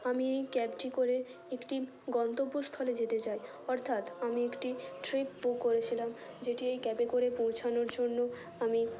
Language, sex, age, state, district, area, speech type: Bengali, female, 18-30, West Bengal, Hooghly, urban, spontaneous